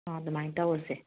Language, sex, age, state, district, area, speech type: Manipuri, female, 30-45, Manipur, Kangpokpi, urban, conversation